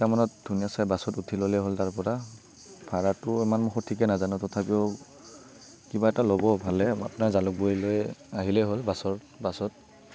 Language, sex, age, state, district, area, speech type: Assamese, male, 18-30, Assam, Kamrup Metropolitan, rural, spontaneous